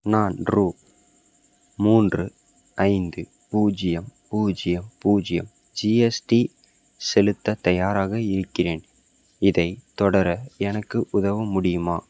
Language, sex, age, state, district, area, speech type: Tamil, male, 18-30, Tamil Nadu, Salem, rural, read